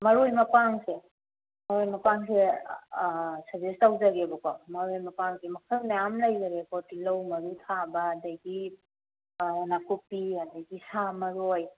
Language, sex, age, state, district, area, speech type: Manipuri, female, 30-45, Manipur, Kangpokpi, urban, conversation